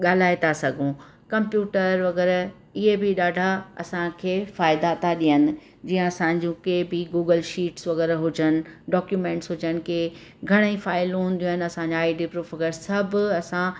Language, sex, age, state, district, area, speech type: Sindhi, female, 45-60, Rajasthan, Ajmer, rural, spontaneous